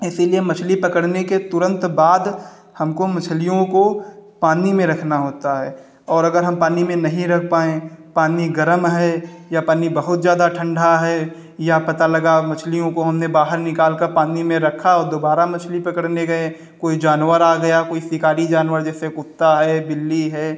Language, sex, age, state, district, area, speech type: Hindi, male, 30-45, Uttar Pradesh, Hardoi, rural, spontaneous